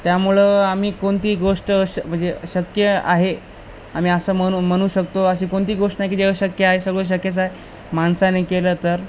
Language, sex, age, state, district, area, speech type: Marathi, male, 30-45, Maharashtra, Nanded, rural, spontaneous